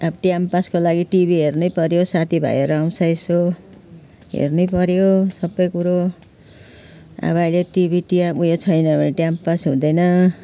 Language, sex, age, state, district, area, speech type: Nepali, female, 60+, West Bengal, Jalpaiguri, urban, spontaneous